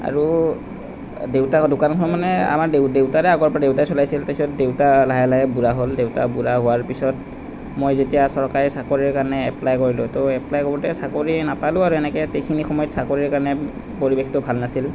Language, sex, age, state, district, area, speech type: Assamese, male, 30-45, Assam, Nalbari, rural, spontaneous